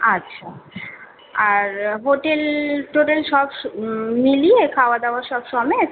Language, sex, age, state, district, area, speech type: Bengali, female, 18-30, West Bengal, Kolkata, urban, conversation